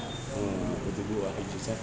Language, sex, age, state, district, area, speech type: Gujarati, male, 60+, Gujarat, Narmada, rural, spontaneous